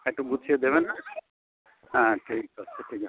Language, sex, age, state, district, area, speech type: Bengali, male, 45-60, West Bengal, Howrah, urban, conversation